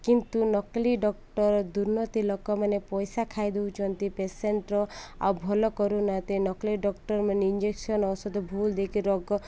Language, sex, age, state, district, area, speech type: Odia, female, 30-45, Odisha, Koraput, urban, spontaneous